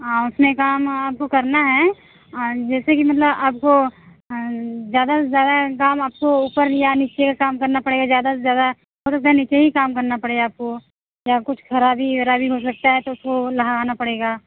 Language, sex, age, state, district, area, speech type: Hindi, female, 30-45, Uttar Pradesh, Mirzapur, rural, conversation